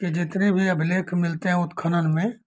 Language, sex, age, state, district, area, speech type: Hindi, male, 60+, Uttar Pradesh, Azamgarh, urban, spontaneous